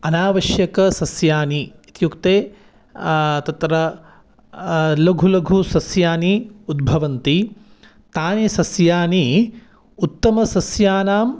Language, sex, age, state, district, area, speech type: Sanskrit, male, 30-45, Karnataka, Uttara Kannada, urban, spontaneous